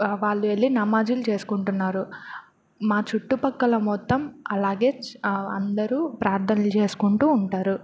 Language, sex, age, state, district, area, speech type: Telugu, female, 18-30, Andhra Pradesh, Bapatla, rural, spontaneous